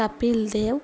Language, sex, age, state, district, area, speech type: Telugu, female, 18-30, Andhra Pradesh, Nellore, rural, spontaneous